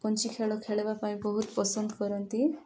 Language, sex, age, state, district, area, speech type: Odia, female, 18-30, Odisha, Nabarangpur, urban, spontaneous